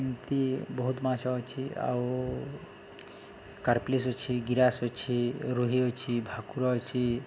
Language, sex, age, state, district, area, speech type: Odia, male, 30-45, Odisha, Balangir, urban, spontaneous